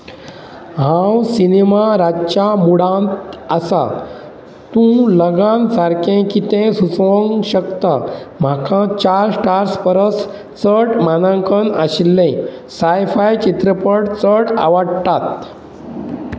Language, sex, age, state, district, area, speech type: Goan Konkani, male, 45-60, Goa, Pernem, rural, read